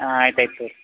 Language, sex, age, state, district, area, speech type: Kannada, male, 45-60, Karnataka, Belgaum, rural, conversation